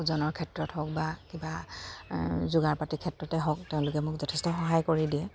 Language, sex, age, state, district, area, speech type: Assamese, female, 30-45, Assam, Dibrugarh, rural, spontaneous